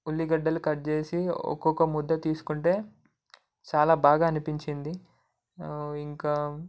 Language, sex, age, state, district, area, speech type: Telugu, male, 18-30, Telangana, Ranga Reddy, urban, spontaneous